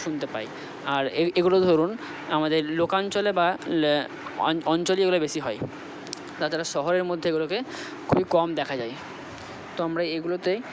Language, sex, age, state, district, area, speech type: Bengali, male, 45-60, West Bengal, Purba Bardhaman, urban, spontaneous